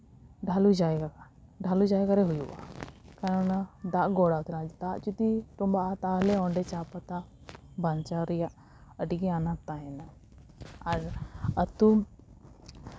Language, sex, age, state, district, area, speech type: Santali, female, 30-45, West Bengal, Paschim Bardhaman, rural, spontaneous